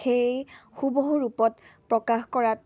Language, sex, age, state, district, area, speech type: Assamese, female, 18-30, Assam, Dibrugarh, rural, spontaneous